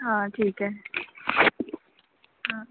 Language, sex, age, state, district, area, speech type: Hindi, female, 30-45, Madhya Pradesh, Harda, urban, conversation